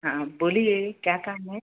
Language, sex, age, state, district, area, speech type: Hindi, female, 60+, Madhya Pradesh, Balaghat, rural, conversation